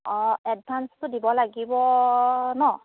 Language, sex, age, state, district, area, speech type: Assamese, female, 30-45, Assam, Sivasagar, rural, conversation